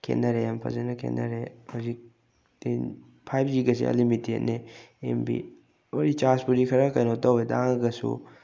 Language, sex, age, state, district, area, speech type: Manipuri, male, 18-30, Manipur, Bishnupur, rural, spontaneous